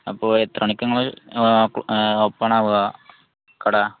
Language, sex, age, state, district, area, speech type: Malayalam, male, 18-30, Kerala, Malappuram, urban, conversation